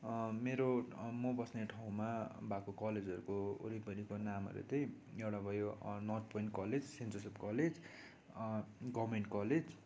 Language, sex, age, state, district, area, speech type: Nepali, male, 18-30, West Bengal, Darjeeling, rural, spontaneous